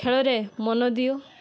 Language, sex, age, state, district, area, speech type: Odia, female, 18-30, Odisha, Balasore, rural, spontaneous